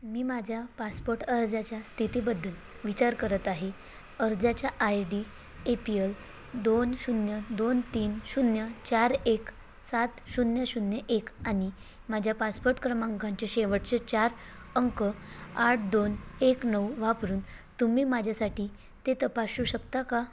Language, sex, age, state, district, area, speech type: Marathi, female, 18-30, Maharashtra, Bhandara, rural, read